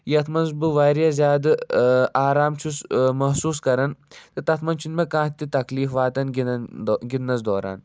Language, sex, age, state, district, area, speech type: Kashmiri, male, 45-60, Jammu and Kashmir, Budgam, rural, spontaneous